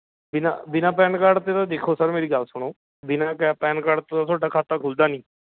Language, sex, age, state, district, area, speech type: Punjabi, male, 30-45, Punjab, Mohali, urban, conversation